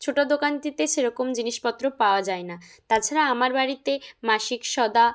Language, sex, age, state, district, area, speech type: Bengali, female, 18-30, West Bengal, Bankura, rural, spontaneous